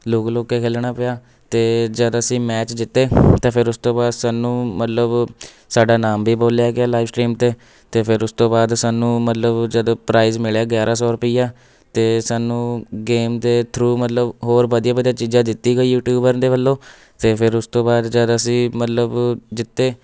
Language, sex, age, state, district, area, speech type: Punjabi, male, 18-30, Punjab, Shaheed Bhagat Singh Nagar, urban, spontaneous